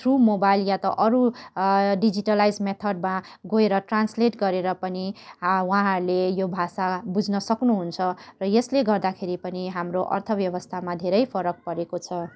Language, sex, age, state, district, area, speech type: Nepali, female, 30-45, West Bengal, Kalimpong, rural, spontaneous